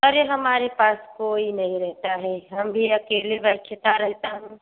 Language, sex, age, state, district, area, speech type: Hindi, female, 18-30, Uttar Pradesh, Prayagraj, rural, conversation